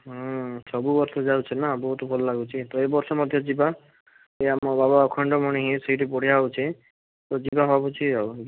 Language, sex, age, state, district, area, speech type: Odia, male, 18-30, Odisha, Bhadrak, rural, conversation